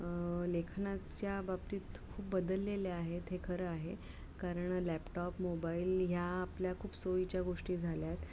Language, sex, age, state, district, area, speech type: Marathi, female, 30-45, Maharashtra, Mumbai Suburban, urban, spontaneous